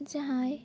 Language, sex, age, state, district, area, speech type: Santali, female, 18-30, West Bengal, Purba Bardhaman, rural, spontaneous